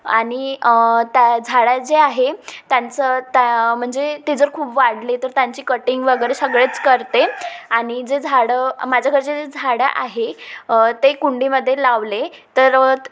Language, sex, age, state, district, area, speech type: Marathi, female, 18-30, Maharashtra, Wardha, rural, spontaneous